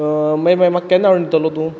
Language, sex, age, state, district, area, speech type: Goan Konkani, male, 30-45, Goa, Quepem, rural, spontaneous